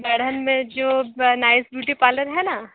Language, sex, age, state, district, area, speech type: Hindi, female, 60+, Uttar Pradesh, Sonbhadra, rural, conversation